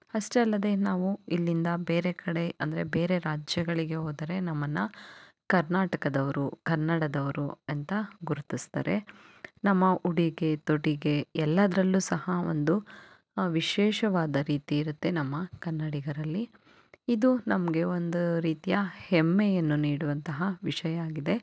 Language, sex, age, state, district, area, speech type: Kannada, female, 30-45, Karnataka, Chikkaballapur, rural, spontaneous